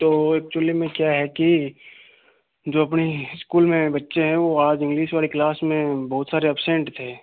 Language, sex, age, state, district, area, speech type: Hindi, male, 18-30, Rajasthan, Ajmer, urban, conversation